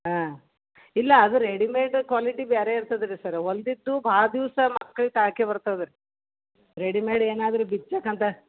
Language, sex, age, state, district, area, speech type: Kannada, female, 30-45, Karnataka, Gulbarga, urban, conversation